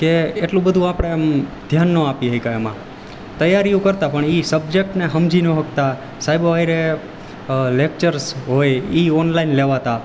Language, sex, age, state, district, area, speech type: Gujarati, male, 18-30, Gujarat, Rajkot, rural, spontaneous